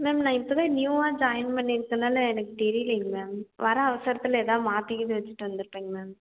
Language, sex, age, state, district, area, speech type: Tamil, female, 18-30, Tamil Nadu, Erode, rural, conversation